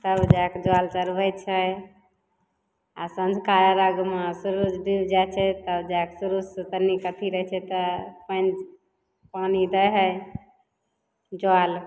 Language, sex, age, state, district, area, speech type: Maithili, female, 30-45, Bihar, Begusarai, rural, spontaneous